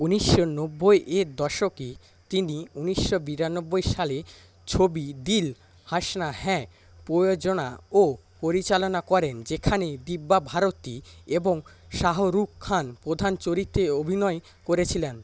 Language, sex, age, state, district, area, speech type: Bengali, male, 30-45, West Bengal, Paschim Medinipur, rural, read